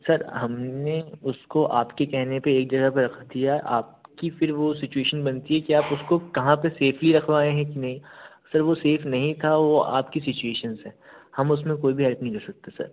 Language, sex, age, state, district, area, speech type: Hindi, male, 30-45, Madhya Pradesh, Jabalpur, urban, conversation